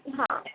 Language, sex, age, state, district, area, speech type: Marathi, female, 18-30, Maharashtra, Kolhapur, urban, conversation